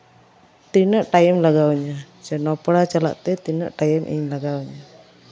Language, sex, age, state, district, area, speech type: Santali, female, 30-45, West Bengal, Malda, rural, spontaneous